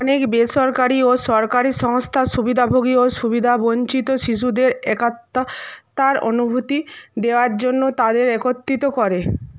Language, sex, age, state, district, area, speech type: Bengali, female, 45-60, West Bengal, Purba Medinipur, rural, read